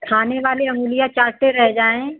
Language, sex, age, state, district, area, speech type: Hindi, female, 30-45, Uttar Pradesh, Azamgarh, rural, conversation